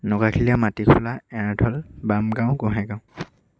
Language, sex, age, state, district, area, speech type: Assamese, male, 18-30, Assam, Dhemaji, urban, spontaneous